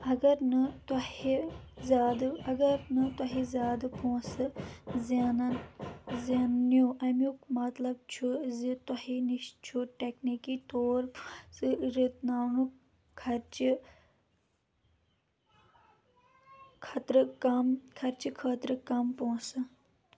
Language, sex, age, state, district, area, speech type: Kashmiri, female, 18-30, Jammu and Kashmir, Anantnag, rural, read